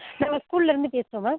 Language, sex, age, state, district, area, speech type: Tamil, female, 30-45, Tamil Nadu, Pudukkottai, rural, conversation